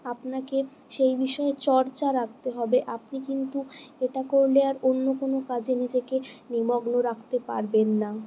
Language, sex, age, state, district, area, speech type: Bengali, female, 60+, West Bengal, Purulia, urban, spontaneous